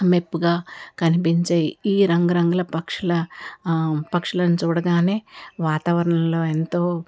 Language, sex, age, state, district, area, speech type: Telugu, female, 60+, Telangana, Ranga Reddy, rural, spontaneous